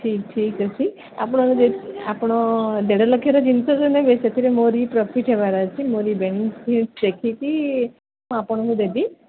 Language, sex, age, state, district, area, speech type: Odia, female, 30-45, Odisha, Sundergarh, urban, conversation